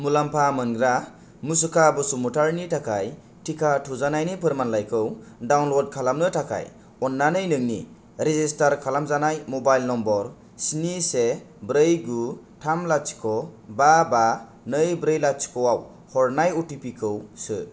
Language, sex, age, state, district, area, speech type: Bodo, male, 18-30, Assam, Kokrajhar, rural, read